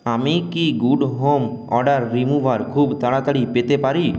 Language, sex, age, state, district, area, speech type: Bengali, male, 18-30, West Bengal, Purulia, urban, read